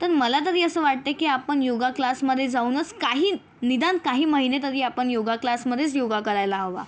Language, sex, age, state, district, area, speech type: Marathi, female, 18-30, Maharashtra, Yavatmal, rural, spontaneous